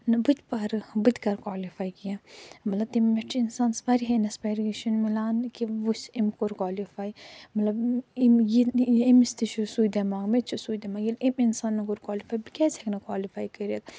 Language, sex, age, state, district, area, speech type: Kashmiri, female, 45-60, Jammu and Kashmir, Ganderbal, urban, spontaneous